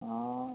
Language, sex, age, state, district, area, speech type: Assamese, male, 30-45, Assam, Jorhat, urban, conversation